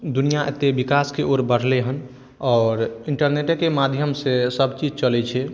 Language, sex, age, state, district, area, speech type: Maithili, male, 45-60, Bihar, Madhubani, urban, spontaneous